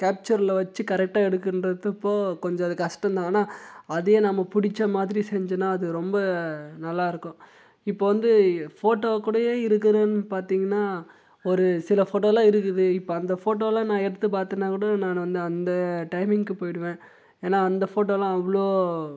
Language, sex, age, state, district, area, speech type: Tamil, male, 18-30, Tamil Nadu, Tiruvannamalai, rural, spontaneous